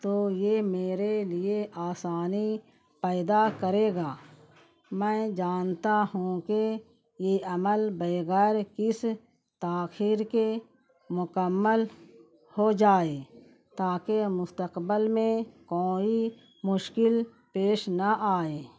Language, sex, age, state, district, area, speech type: Urdu, female, 45-60, Bihar, Gaya, urban, spontaneous